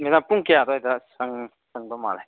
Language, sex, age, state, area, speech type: Manipuri, male, 30-45, Manipur, urban, conversation